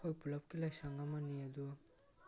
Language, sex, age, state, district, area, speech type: Manipuri, male, 18-30, Manipur, Tengnoupal, rural, spontaneous